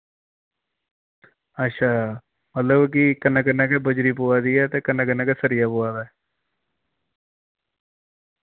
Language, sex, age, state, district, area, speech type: Dogri, male, 30-45, Jammu and Kashmir, Jammu, urban, conversation